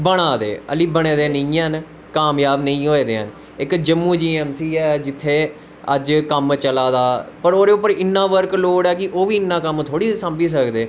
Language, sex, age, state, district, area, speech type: Dogri, male, 18-30, Jammu and Kashmir, Udhampur, urban, spontaneous